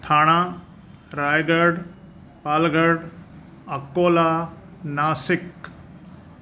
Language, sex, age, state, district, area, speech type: Sindhi, male, 60+, Maharashtra, Thane, urban, spontaneous